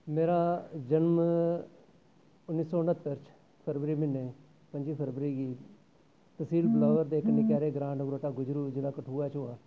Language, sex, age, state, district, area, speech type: Dogri, male, 45-60, Jammu and Kashmir, Jammu, rural, spontaneous